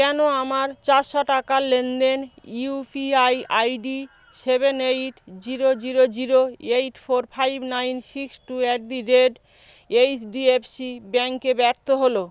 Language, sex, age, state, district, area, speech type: Bengali, female, 45-60, West Bengal, South 24 Parganas, rural, read